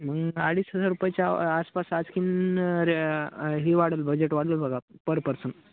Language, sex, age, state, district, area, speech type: Marathi, male, 18-30, Maharashtra, Nanded, rural, conversation